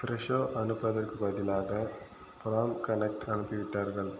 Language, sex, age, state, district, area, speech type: Tamil, male, 30-45, Tamil Nadu, Viluppuram, rural, read